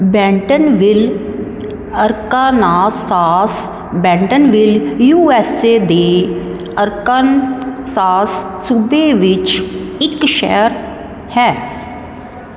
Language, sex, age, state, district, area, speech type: Punjabi, female, 45-60, Punjab, Jalandhar, rural, read